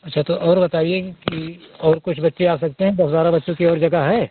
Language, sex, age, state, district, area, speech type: Hindi, male, 60+, Uttar Pradesh, Ayodhya, rural, conversation